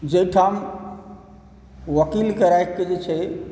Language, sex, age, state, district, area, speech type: Maithili, male, 45-60, Bihar, Supaul, rural, spontaneous